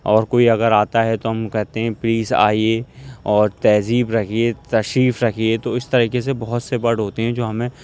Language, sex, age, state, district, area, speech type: Urdu, male, 18-30, Uttar Pradesh, Aligarh, urban, spontaneous